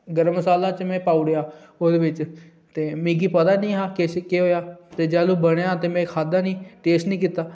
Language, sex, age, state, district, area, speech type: Dogri, male, 18-30, Jammu and Kashmir, Udhampur, urban, spontaneous